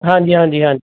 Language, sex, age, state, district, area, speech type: Punjabi, male, 30-45, Punjab, Tarn Taran, urban, conversation